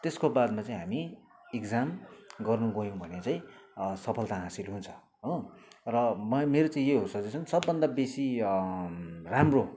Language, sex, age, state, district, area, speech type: Nepali, male, 30-45, West Bengal, Kalimpong, rural, spontaneous